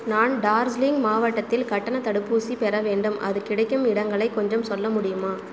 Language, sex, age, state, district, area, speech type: Tamil, female, 30-45, Tamil Nadu, Cuddalore, rural, read